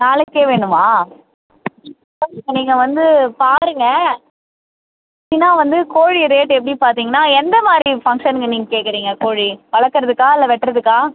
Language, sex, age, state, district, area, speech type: Tamil, female, 18-30, Tamil Nadu, Tiruvannamalai, rural, conversation